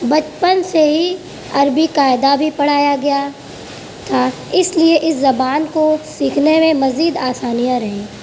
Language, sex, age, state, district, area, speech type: Urdu, female, 18-30, Uttar Pradesh, Mau, urban, spontaneous